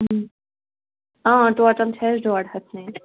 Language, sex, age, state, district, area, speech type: Kashmiri, female, 18-30, Jammu and Kashmir, Kupwara, rural, conversation